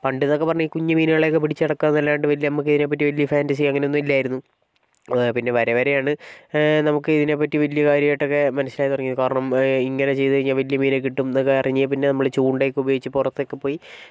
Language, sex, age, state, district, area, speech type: Malayalam, male, 45-60, Kerala, Wayanad, rural, spontaneous